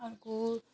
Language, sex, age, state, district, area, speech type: Nepali, female, 30-45, West Bengal, Alipurduar, rural, spontaneous